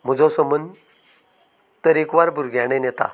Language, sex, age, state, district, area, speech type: Goan Konkani, male, 45-60, Goa, Canacona, rural, spontaneous